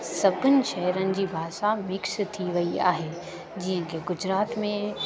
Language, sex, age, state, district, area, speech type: Sindhi, female, 30-45, Gujarat, Junagadh, urban, spontaneous